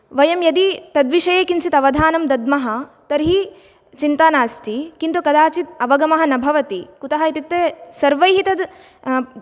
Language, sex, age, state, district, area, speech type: Sanskrit, female, 18-30, Karnataka, Bagalkot, urban, spontaneous